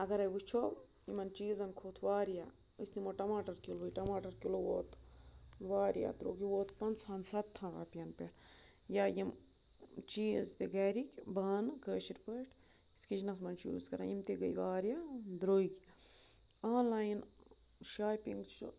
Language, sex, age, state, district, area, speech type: Kashmiri, female, 18-30, Jammu and Kashmir, Budgam, rural, spontaneous